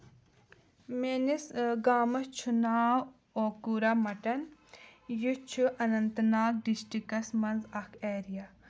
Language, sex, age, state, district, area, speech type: Kashmiri, female, 18-30, Jammu and Kashmir, Anantnag, urban, spontaneous